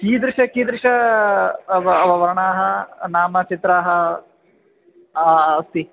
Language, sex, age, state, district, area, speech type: Sanskrit, male, 18-30, Karnataka, Bagalkot, urban, conversation